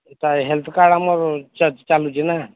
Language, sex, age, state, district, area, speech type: Odia, male, 45-60, Odisha, Sambalpur, rural, conversation